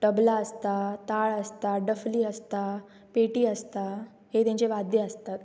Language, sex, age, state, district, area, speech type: Goan Konkani, female, 18-30, Goa, Pernem, rural, spontaneous